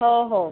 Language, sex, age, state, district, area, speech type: Marathi, female, 18-30, Maharashtra, Yavatmal, rural, conversation